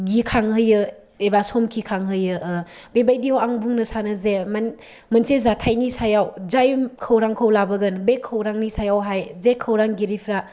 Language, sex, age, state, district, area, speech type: Bodo, female, 18-30, Assam, Kokrajhar, rural, spontaneous